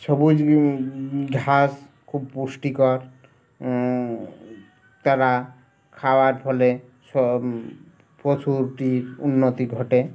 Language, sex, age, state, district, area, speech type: Bengali, male, 30-45, West Bengal, Uttar Dinajpur, urban, spontaneous